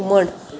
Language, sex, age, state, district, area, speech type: Goan Konkani, female, 45-60, Goa, Salcete, urban, spontaneous